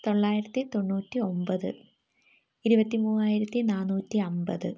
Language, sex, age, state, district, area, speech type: Malayalam, female, 18-30, Kerala, Wayanad, rural, spontaneous